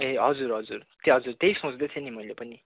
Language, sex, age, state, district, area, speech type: Nepali, male, 18-30, West Bengal, Darjeeling, rural, conversation